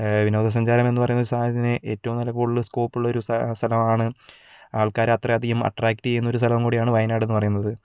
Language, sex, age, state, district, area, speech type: Malayalam, male, 18-30, Kerala, Wayanad, rural, spontaneous